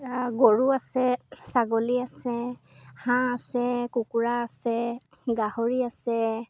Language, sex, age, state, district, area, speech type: Assamese, female, 30-45, Assam, Golaghat, rural, spontaneous